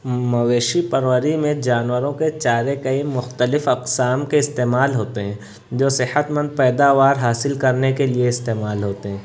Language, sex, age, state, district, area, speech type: Urdu, male, 30-45, Maharashtra, Nashik, urban, spontaneous